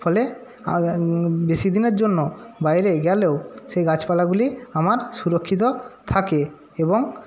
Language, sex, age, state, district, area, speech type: Bengali, male, 45-60, West Bengal, Jhargram, rural, spontaneous